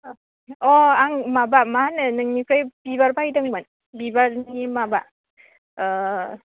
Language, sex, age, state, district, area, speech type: Bodo, female, 18-30, Assam, Udalguri, urban, conversation